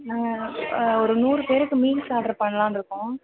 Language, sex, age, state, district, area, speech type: Tamil, female, 18-30, Tamil Nadu, Perambalur, rural, conversation